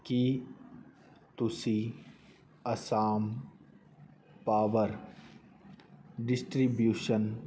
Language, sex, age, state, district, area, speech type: Punjabi, male, 30-45, Punjab, Fazilka, rural, read